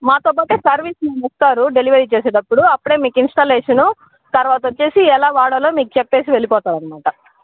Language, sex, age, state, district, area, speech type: Telugu, female, 30-45, Andhra Pradesh, Sri Balaji, rural, conversation